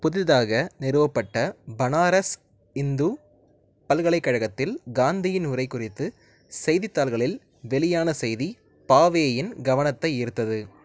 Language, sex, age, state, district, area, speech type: Tamil, male, 18-30, Tamil Nadu, Nagapattinam, rural, read